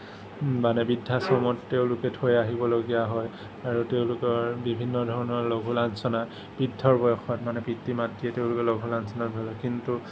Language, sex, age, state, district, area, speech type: Assamese, male, 18-30, Assam, Kamrup Metropolitan, urban, spontaneous